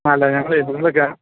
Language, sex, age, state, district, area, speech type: Malayalam, male, 45-60, Kerala, Alappuzha, urban, conversation